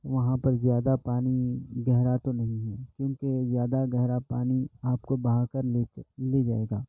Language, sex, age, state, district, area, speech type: Urdu, male, 30-45, Telangana, Hyderabad, urban, spontaneous